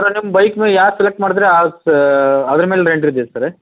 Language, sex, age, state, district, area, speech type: Kannada, male, 45-60, Karnataka, Dharwad, rural, conversation